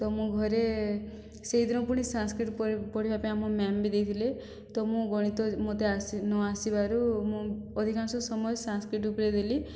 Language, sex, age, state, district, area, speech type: Odia, female, 18-30, Odisha, Boudh, rural, spontaneous